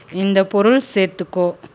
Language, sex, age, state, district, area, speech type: Tamil, female, 45-60, Tamil Nadu, Krishnagiri, rural, read